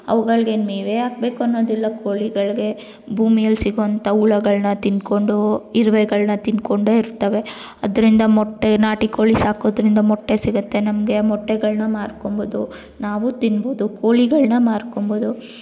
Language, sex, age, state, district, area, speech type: Kannada, female, 18-30, Karnataka, Bangalore Rural, rural, spontaneous